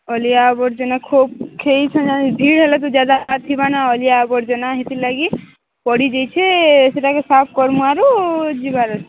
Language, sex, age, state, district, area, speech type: Odia, female, 18-30, Odisha, Nuapada, urban, conversation